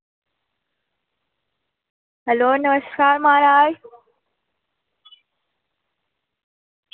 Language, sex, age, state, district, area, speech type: Dogri, female, 60+, Jammu and Kashmir, Reasi, rural, conversation